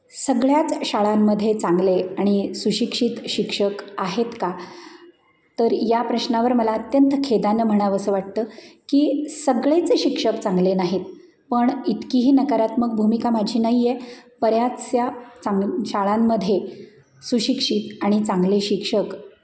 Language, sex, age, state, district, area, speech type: Marathi, female, 45-60, Maharashtra, Satara, urban, spontaneous